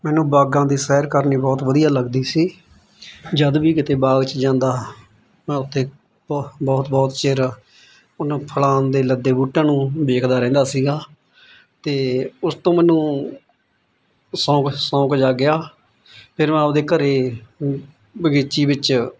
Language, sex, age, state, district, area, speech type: Punjabi, male, 45-60, Punjab, Mansa, rural, spontaneous